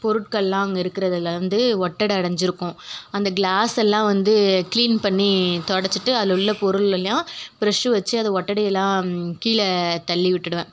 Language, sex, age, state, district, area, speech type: Tamil, female, 30-45, Tamil Nadu, Tiruvarur, urban, spontaneous